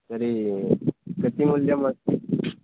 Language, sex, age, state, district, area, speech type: Sanskrit, male, 18-30, Maharashtra, Kolhapur, rural, conversation